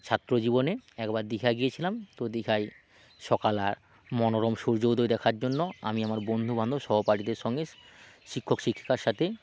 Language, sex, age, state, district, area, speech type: Bengali, male, 30-45, West Bengal, Hooghly, rural, spontaneous